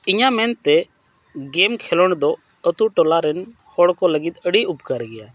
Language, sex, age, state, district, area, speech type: Santali, male, 45-60, Jharkhand, Bokaro, rural, spontaneous